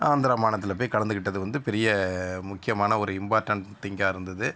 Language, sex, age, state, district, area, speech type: Tamil, male, 60+, Tamil Nadu, Sivaganga, urban, spontaneous